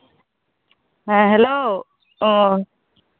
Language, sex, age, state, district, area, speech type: Santali, female, 30-45, West Bengal, Malda, rural, conversation